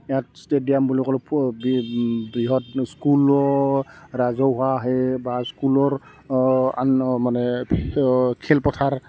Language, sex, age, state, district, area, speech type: Assamese, male, 30-45, Assam, Barpeta, rural, spontaneous